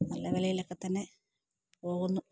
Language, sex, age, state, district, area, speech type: Malayalam, female, 45-60, Kerala, Idukki, rural, spontaneous